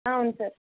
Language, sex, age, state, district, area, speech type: Telugu, female, 18-30, Andhra Pradesh, Kakinada, urban, conversation